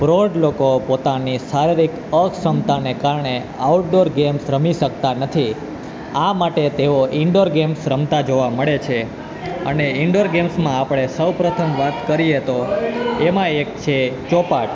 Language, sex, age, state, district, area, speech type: Gujarati, male, 18-30, Gujarat, Junagadh, rural, spontaneous